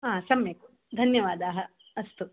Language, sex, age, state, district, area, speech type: Sanskrit, female, 18-30, Karnataka, Bangalore Rural, rural, conversation